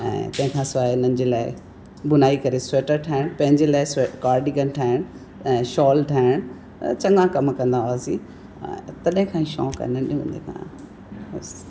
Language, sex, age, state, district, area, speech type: Sindhi, female, 60+, Rajasthan, Ajmer, urban, spontaneous